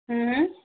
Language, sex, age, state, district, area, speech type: Gujarati, male, 18-30, Gujarat, Kutch, rural, conversation